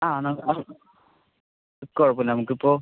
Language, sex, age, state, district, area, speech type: Malayalam, male, 45-60, Kerala, Palakkad, rural, conversation